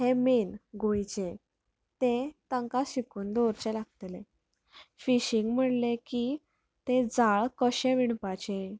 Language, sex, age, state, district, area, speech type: Goan Konkani, female, 18-30, Goa, Canacona, rural, spontaneous